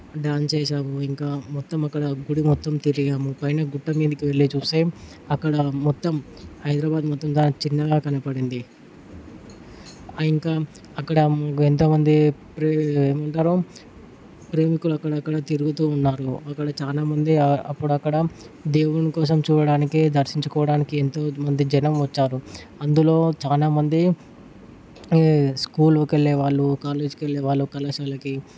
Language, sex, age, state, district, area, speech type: Telugu, male, 18-30, Telangana, Ranga Reddy, urban, spontaneous